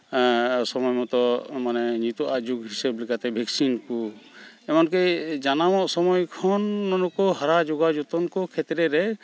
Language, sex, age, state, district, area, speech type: Santali, male, 45-60, West Bengal, Malda, rural, spontaneous